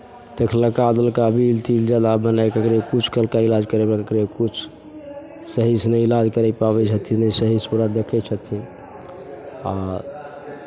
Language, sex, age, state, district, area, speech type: Maithili, male, 45-60, Bihar, Begusarai, urban, spontaneous